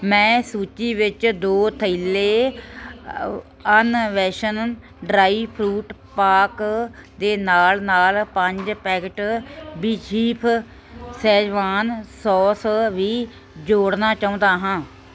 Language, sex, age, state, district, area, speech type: Punjabi, female, 45-60, Punjab, Firozpur, rural, read